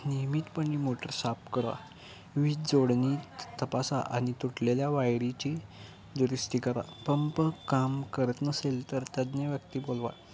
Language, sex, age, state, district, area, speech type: Marathi, male, 18-30, Maharashtra, Kolhapur, urban, spontaneous